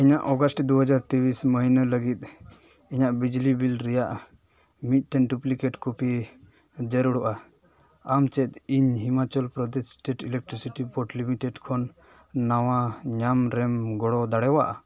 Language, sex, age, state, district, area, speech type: Santali, male, 18-30, West Bengal, Dakshin Dinajpur, rural, read